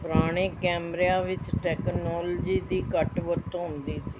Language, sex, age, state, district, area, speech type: Punjabi, female, 60+, Punjab, Mohali, urban, spontaneous